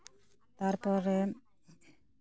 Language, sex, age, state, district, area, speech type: Santali, female, 18-30, West Bengal, Purulia, rural, spontaneous